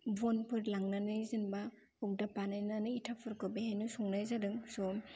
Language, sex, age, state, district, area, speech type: Bodo, female, 18-30, Assam, Kokrajhar, rural, spontaneous